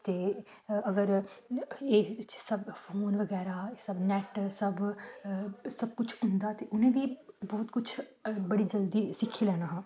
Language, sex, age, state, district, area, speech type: Dogri, female, 18-30, Jammu and Kashmir, Samba, rural, spontaneous